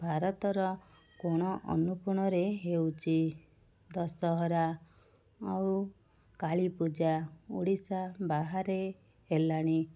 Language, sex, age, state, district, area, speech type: Odia, female, 30-45, Odisha, Cuttack, urban, spontaneous